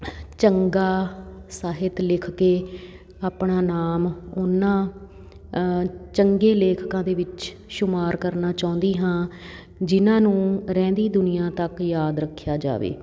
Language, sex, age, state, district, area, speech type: Punjabi, female, 30-45, Punjab, Patiala, rural, spontaneous